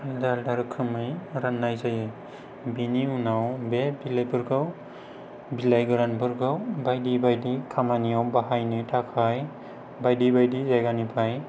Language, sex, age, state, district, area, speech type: Bodo, male, 18-30, Assam, Kokrajhar, rural, spontaneous